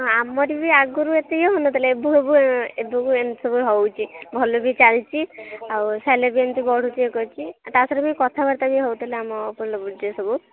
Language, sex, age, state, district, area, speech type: Odia, female, 18-30, Odisha, Kendrapara, urban, conversation